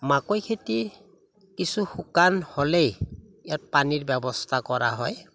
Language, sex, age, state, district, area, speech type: Assamese, male, 60+, Assam, Udalguri, rural, spontaneous